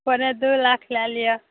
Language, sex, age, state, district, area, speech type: Maithili, female, 45-60, Bihar, Saharsa, rural, conversation